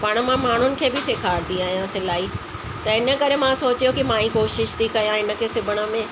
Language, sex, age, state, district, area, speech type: Sindhi, female, 45-60, Delhi, South Delhi, urban, spontaneous